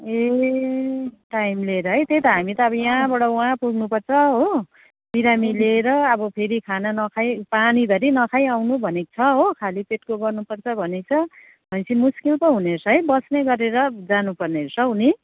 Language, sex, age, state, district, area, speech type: Nepali, female, 45-60, West Bengal, Jalpaiguri, urban, conversation